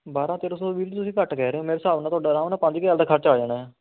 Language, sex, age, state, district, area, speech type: Punjabi, male, 18-30, Punjab, Ludhiana, urban, conversation